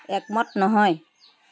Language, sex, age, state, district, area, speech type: Assamese, female, 45-60, Assam, Charaideo, urban, read